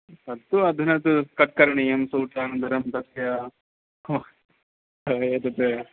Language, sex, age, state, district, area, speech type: Sanskrit, male, 30-45, Kerala, Thrissur, urban, conversation